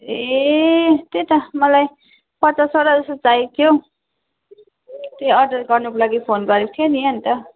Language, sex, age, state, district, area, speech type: Nepali, female, 30-45, West Bengal, Jalpaiguri, rural, conversation